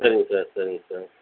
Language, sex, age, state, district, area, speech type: Tamil, female, 18-30, Tamil Nadu, Cuddalore, rural, conversation